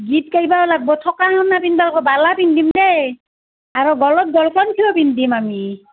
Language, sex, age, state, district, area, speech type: Assamese, female, 60+, Assam, Barpeta, rural, conversation